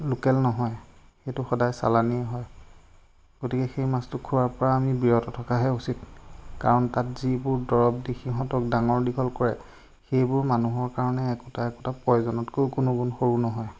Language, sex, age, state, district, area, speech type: Assamese, male, 30-45, Assam, Lakhimpur, rural, spontaneous